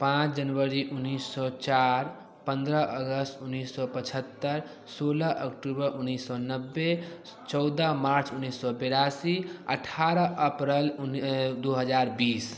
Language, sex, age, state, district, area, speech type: Hindi, male, 18-30, Bihar, Samastipur, rural, spontaneous